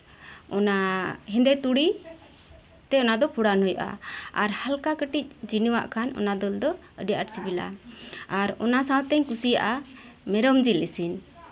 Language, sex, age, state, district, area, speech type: Santali, female, 45-60, West Bengal, Birbhum, rural, spontaneous